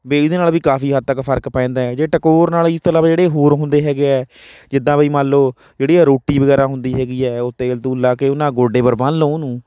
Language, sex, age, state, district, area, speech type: Punjabi, male, 30-45, Punjab, Hoshiarpur, rural, spontaneous